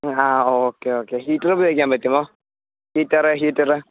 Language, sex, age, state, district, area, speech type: Malayalam, male, 18-30, Kerala, Pathanamthitta, rural, conversation